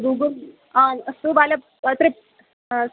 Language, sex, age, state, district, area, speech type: Sanskrit, female, 18-30, Kerala, Kollam, urban, conversation